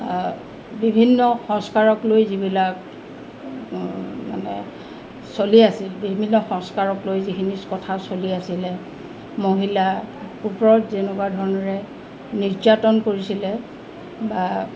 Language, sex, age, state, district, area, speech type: Assamese, female, 60+, Assam, Tinsukia, rural, spontaneous